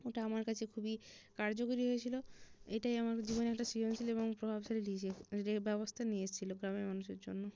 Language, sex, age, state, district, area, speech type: Bengali, female, 18-30, West Bengal, Jalpaiguri, rural, spontaneous